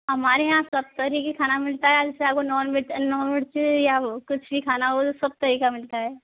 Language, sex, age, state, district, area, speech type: Hindi, female, 18-30, Rajasthan, Karauli, rural, conversation